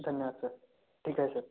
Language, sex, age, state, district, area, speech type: Marathi, male, 18-30, Maharashtra, Gondia, rural, conversation